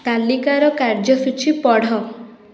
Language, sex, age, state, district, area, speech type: Odia, female, 18-30, Odisha, Puri, urban, read